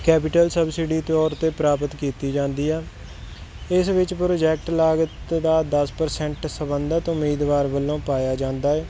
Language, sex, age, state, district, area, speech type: Punjabi, male, 30-45, Punjab, Kapurthala, urban, spontaneous